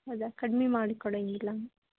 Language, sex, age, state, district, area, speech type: Kannada, female, 18-30, Karnataka, Gadag, urban, conversation